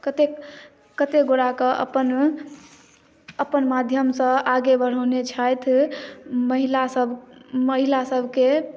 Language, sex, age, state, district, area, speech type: Maithili, female, 18-30, Bihar, Madhubani, rural, spontaneous